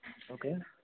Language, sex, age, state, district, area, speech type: Marathi, male, 18-30, Maharashtra, Sangli, urban, conversation